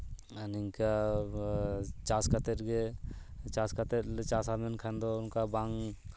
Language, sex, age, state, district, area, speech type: Santali, male, 30-45, West Bengal, Purulia, rural, spontaneous